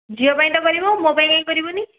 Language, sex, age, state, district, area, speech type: Odia, female, 18-30, Odisha, Dhenkanal, rural, conversation